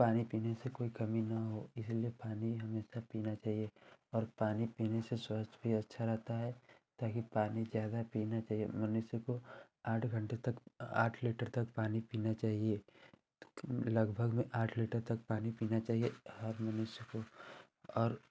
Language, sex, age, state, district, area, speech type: Hindi, male, 18-30, Uttar Pradesh, Chandauli, urban, spontaneous